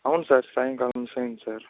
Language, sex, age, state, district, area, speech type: Telugu, male, 18-30, Andhra Pradesh, Chittoor, rural, conversation